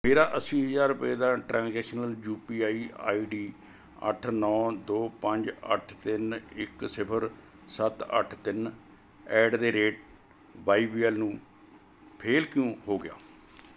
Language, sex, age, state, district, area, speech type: Punjabi, male, 60+, Punjab, Mohali, urban, read